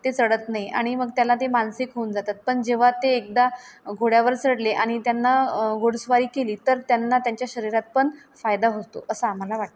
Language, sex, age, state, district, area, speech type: Marathi, female, 30-45, Maharashtra, Nagpur, rural, spontaneous